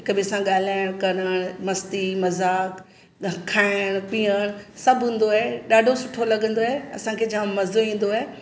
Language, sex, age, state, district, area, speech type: Sindhi, female, 45-60, Maharashtra, Mumbai Suburban, urban, spontaneous